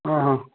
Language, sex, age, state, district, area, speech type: Odia, male, 60+, Odisha, Gajapati, rural, conversation